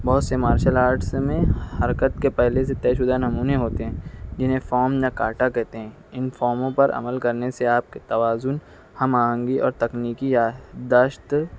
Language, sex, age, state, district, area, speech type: Urdu, male, 45-60, Maharashtra, Nashik, urban, spontaneous